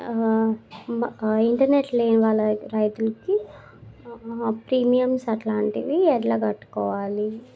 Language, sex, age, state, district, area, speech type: Telugu, female, 18-30, Telangana, Sangareddy, urban, spontaneous